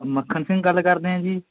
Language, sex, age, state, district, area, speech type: Punjabi, male, 18-30, Punjab, Fatehgarh Sahib, rural, conversation